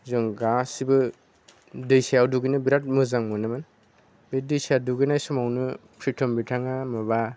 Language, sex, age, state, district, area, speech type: Bodo, male, 30-45, Assam, Kokrajhar, rural, spontaneous